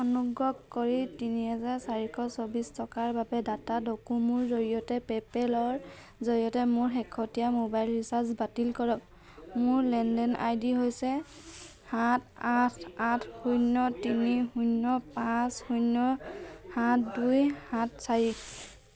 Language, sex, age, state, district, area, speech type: Assamese, female, 18-30, Assam, Sivasagar, rural, read